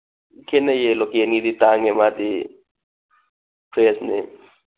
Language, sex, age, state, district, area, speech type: Manipuri, male, 30-45, Manipur, Thoubal, rural, conversation